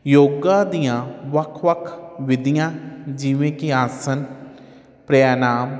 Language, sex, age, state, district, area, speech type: Punjabi, male, 30-45, Punjab, Hoshiarpur, urban, spontaneous